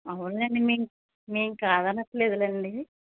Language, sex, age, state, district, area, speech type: Telugu, female, 18-30, Andhra Pradesh, Vizianagaram, rural, conversation